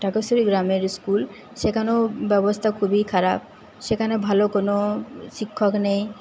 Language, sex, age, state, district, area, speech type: Bengali, female, 18-30, West Bengal, Paschim Bardhaman, rural, spontaneous